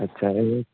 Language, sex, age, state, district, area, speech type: Gujarati, male, 18-30, Gujarat, Ahmedabad, urban, conversation